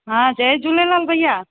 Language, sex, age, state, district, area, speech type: Sindhi, female, 30-45, Gujarat, Surat, urban, conversation